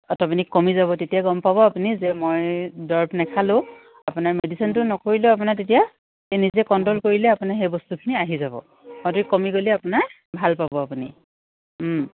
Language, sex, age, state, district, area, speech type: Assamese, female, 45-60, Assam, Dibrugarh, rural, conversation